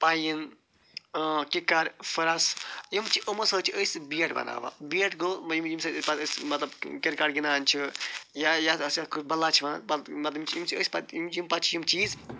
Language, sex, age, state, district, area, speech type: Kashmiri, male, 45-60, Jammu and Kashmir, Budgam, urban, spontaneous